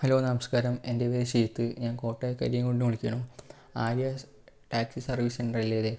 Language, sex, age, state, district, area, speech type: Malayalam, male, 18-30, Kerala, Palakkad, rural, spontaneous